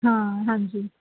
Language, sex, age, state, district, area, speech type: Punjabi, female, 18-30, Punjab, Faridkot, urban, conversation